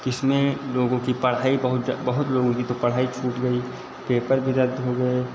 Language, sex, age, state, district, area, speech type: Hindi, male, 30-45, Uttar Pradesh, Lucknow, rural, spontaneous